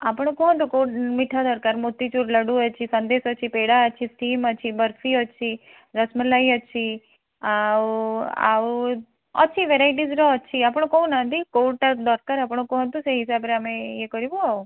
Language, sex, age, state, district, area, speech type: Odia, female, 45-60, Odisha, Bhadrak, rural, conversation